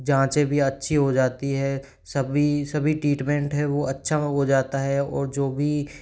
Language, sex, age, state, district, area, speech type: Hindi, male, 30-45, Rajasthan, Jaipur, urban, spontaneous